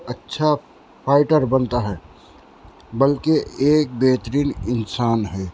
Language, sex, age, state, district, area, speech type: Urdu, male, 60+, Uttar Pradesh, Rampur, urban, spontaneous